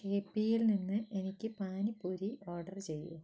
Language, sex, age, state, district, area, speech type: Malayalam, female, 60+, Kerala, Wayanad, rural, read